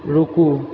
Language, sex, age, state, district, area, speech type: Maithili, female, 30-45, Bihar, Purnia, rural, read